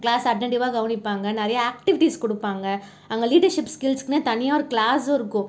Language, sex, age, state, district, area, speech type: Tamil, female, 30-45, Tamil Nadu, Cuddalore, urban, spontaneous